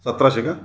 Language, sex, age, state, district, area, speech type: Marathi, male, 45-60, Maharashtra, Raigad, rural, spontaneous